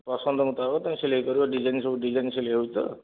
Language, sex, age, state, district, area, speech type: Odia, male, 60+, Odisha, Nayagarh, rural, conversation